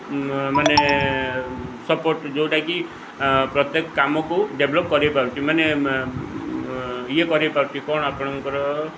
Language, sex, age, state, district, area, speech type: Odia, male, 45-60, Odisha, Sundergarh, rural, spontaneous